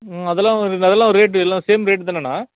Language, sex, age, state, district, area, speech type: Tamil, male, 30-45, Tamil Nadu, Chengalpattu, rural, conversation